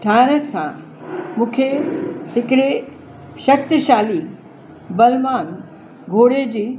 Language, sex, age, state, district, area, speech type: Sindhi, female, 60+, Uttar Pradesh, Lucknow, urban, spontaneous